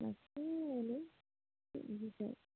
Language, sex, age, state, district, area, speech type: Assamese, female, 18-30, Assam, Dibrugarh, rural, conversation